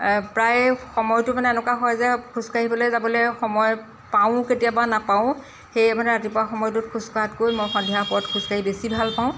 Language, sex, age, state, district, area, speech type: Assamese, female, 45-60, Assam, Golaghat, urban, spontaneous